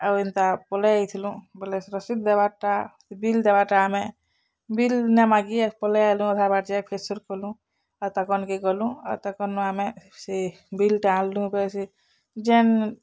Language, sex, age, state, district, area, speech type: Odia, female, 45-60, Odisha, Bargarh, urban, spontaneous